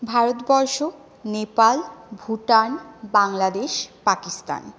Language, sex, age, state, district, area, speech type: Bengali, female, 30-45, West Bengal, Purulia, urban, spontaneous